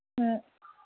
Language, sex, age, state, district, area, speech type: Tamil, female, 30-45, Tamil Nadu, Thanjavur, rural, conversation